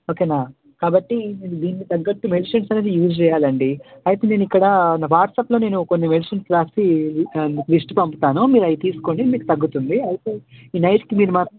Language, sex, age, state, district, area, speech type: Telugu, male, 18-30, Telangana, Nalgonda, rural, conversation